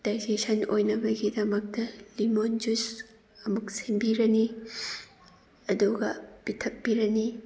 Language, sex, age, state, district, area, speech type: Manipuri, female, 30-45, Manipur, Thoubal, rural, spontaneous